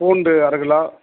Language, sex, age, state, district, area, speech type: Tamil, male, 60+, Tamil Nadu, Tiruvannamalai, rural, conversation